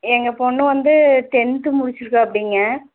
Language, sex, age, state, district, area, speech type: Tamil, female, 45-60, Tamil Nadu, Erode, rural, conversation